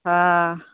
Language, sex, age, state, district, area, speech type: Maithili, female, 45-60, Bihar, Araria, rural, conversation